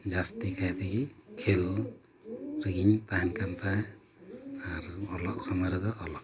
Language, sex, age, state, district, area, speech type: Santali, male, 45-60, Jharkhand, Bokaro, rural, spontaneous